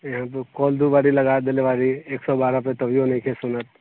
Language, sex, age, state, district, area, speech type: Maithili, male, 30-45, Bihar, Sitamarhi, rural, conversation